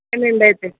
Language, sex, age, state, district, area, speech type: Telugu, female, 45-60, Andhra Pradesh, Eluru, rural, conversation